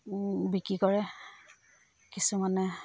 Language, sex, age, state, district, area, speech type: Assamese, female, 30-45, Assam, Dibrugarh, rural, spontaneous